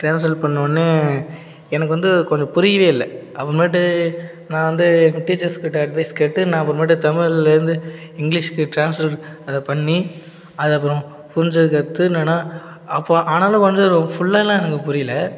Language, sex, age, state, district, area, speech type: Tamil, male, 30-45, Tamil Nadu, Cuddalore, rural, spontaneous